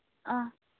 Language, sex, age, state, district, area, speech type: Manipuri, female, 18-30, Manipur, Churachandpur, rural, conversation